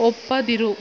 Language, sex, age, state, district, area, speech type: Kannada, female, 30-45, Karnataka, Mandya, rural, read